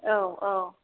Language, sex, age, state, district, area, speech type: Bodo, female, 30-45, Assam, Chirang, urban, conversation